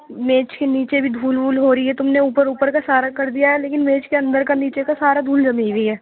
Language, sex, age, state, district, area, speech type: Urdu, female, 45-60, Uttar Pradesh, Gautam Buddha Nagar, urban, conversation